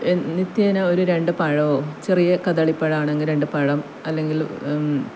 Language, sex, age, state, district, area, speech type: Malayalam, female, 30-45, Kerala, Kasaragod, rural, spontaneous